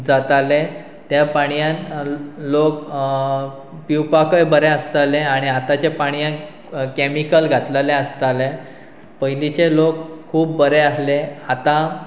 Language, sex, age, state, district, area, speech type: Goan Konkani, male, 30-45, Goa, Pernem, rural, spontaneous